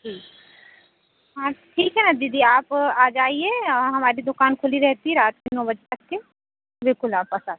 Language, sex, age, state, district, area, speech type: Hindi, female, 30-45, Madhya Pradesh, Seoni, urban, conversation